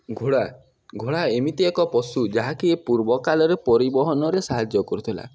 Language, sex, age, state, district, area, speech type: Odia, male, 18-30, Odisha, Nuapada, urban, spontaneous